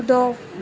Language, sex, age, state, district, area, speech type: Hindi, female, 18-30, Madhya Pradesh, Harda, rural, read